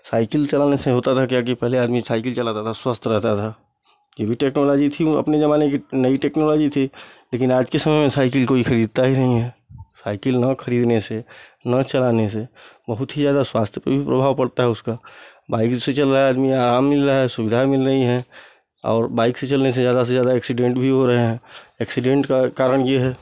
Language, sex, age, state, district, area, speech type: Hindi, male, 45-60, Uttar Pradesh, Chandauli, urban, spontaneous